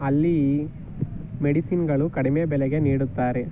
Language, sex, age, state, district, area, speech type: Kannada, male, 18-30, Karnataka, Tumkur, rural, spontaneous